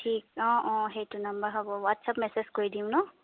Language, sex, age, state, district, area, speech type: Assamese, female, 30-45, Assam, Dibrugarh, urban, conversation